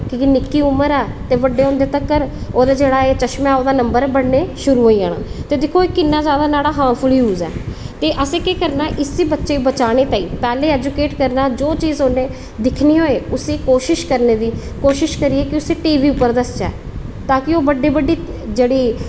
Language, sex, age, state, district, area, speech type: Dogri, female, 30-45, Jammu and Kashmir, Udhampur, urban, spontaneous